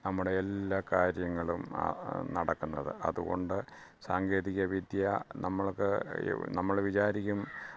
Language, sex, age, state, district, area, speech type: Malayalam, male, 60+, Kerala, Pathanamthitta, rural, spontaneous